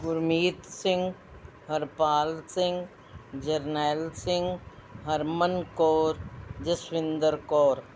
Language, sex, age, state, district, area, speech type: Punjabi, female, 60+, Punjab, Mohali, urban, spontaneous